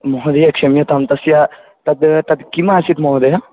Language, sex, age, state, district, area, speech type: Sanskrit, male, 18-30, Andhra Pradesh, Chittoor, urban, conversation